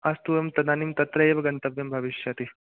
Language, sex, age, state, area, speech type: Sanskrit, male, 18-30, Jharkhand, urban, conversation